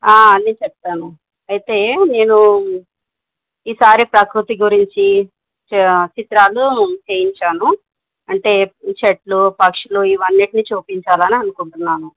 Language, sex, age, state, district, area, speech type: Telugu, female, 45-60, Telangana, Medchal, urban, conversation